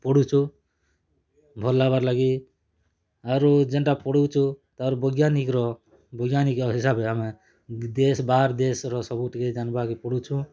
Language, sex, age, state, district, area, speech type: Odia, male, 45-60, Odisha, Kalahandi, rural, spontaneous